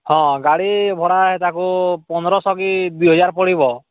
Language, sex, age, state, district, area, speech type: Odia, male, 18-30, Odisha, Balangir, urban, conversation